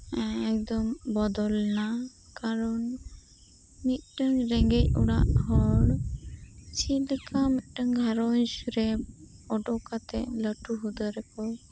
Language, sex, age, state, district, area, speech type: Santali, female, 18-30, West Bengal, Birbhum, rural, spontaneous